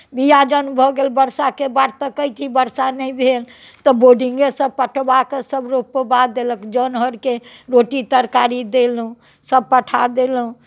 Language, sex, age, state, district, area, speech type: Maithili, female, 60+, Bihar, Muzaffarpur, rural, spontaneous